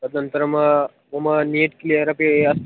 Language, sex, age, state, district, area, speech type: Sanskrit, male, 18-30, Maharashtra, Osmanabad, rural, conversation